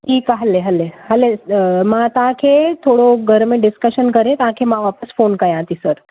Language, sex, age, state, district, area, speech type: Sindhi, female, 30-45, Maharashtra, Thane, urban, conversation